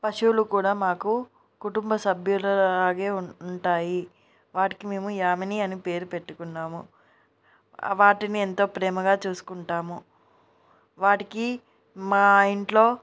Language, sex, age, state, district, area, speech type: Telugu, female, 18-30, Andhra Pradesh, Sri Satya Sai, urban, spontaneous